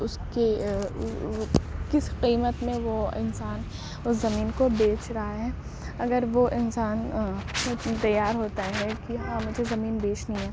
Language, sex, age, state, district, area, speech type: Urdu, female, 18-30, Uttar Pradesh, Aligarh, urban, spontaneous